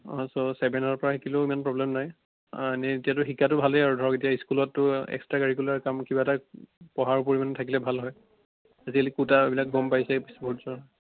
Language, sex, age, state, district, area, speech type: Assamese, male, 18-30, Assam, Biswanath, rural, conversation